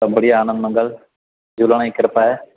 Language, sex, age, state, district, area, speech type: Sindhi, male, 45-60, Madhya Pradesh, Katni, rural, conversation